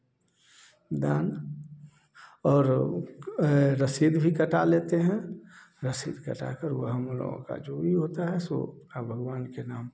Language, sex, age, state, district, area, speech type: Hindi, male, 60+, Bihar, Samastipur, urban, spontaneous